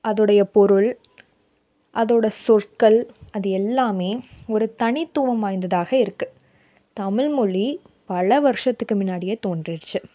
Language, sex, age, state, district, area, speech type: Tamil, female, 18-30, Tamil Nadu, Tiruppur, rural, spontaneous